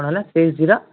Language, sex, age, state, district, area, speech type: Odia, male, 18-30, Odisha, Balasore, rural, conversation